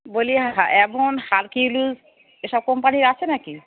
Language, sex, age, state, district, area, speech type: Bengali, female, 45-60, West Bengal, Darjeeling, urban, conversation